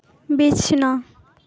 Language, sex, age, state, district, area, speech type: Santali, female, 18-30, West Bengal, Purba Bardhaman, rural, read